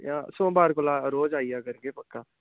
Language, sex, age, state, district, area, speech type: Dogri, male, 18-30, Jammu and Kashmir, Samba, urban, conversation